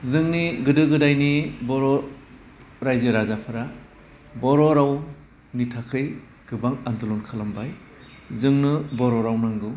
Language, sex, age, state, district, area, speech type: Bodo, male, 45-60, Assam, Udalguri, urban, spontaneous